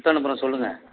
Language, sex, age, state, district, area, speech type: Tamil, male, 45-60, Tamil Nadu, Tiruvannamalai, rural, conversation